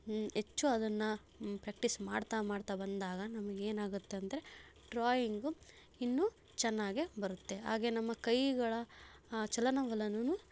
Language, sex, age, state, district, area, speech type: Kannada, female, 30-45, Karnataka, Chikkaballapur, rural, spontaneous